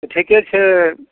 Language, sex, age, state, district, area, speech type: Maithili, male, 45-60, Bihar, Madhepura, rural, conversation